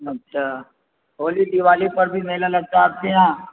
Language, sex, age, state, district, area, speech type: Urdu, male, 45-60, Bihar, Supaul, rural, conversation